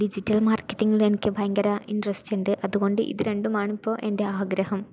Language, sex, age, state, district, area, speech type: Malayalam, female, 18-30, Kerala, Palakkad, rural, spontaneous